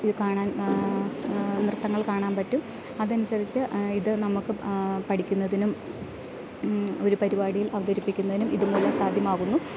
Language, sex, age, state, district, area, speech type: Malayalam, female, 30-45, Kerala, Idukki, rural, spontaneous